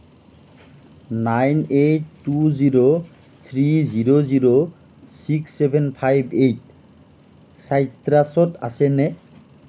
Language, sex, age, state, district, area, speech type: Assamese, male, 45-60, Assam, Nalbari, rural, read